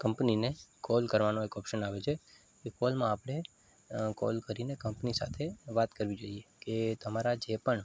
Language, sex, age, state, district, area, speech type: Gujarati, male, 18-30, Gujarat, Morbi, urban, spontaneous